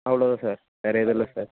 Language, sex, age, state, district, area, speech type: Tamil, male, 18-30, Tamil Nadu, Perambalur, rural, conversation